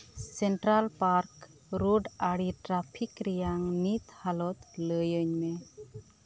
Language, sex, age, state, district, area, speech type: Santali, female, 30-45, West Bengal, Birbhum, rural, read